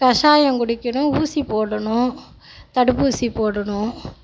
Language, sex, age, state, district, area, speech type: Tamil, female, 45-60, Tamil Nadu, Tiruchirappalli, rural, spontaneous